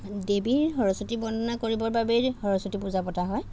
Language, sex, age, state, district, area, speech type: Assamese, female, 30-45, Assam, Lakhimpur, rural, spontaneous